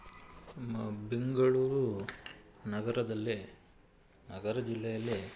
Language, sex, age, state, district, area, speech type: Kannada, male, 45-60, Karnataka, Bangalore Urban, rural, spontaneous